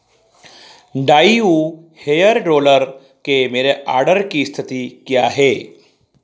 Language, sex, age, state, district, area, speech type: Hindi, male, 45-60, Madhya Pradesh, Ujjain, rural, read